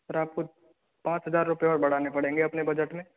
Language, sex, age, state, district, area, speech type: Hindi, male, 60+, Rajasthan, Karauli, rural, conversation